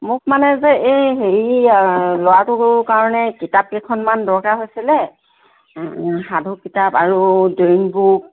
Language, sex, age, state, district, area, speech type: Assamese, female, 30-45, Assam, Tinsukia, urban, conversation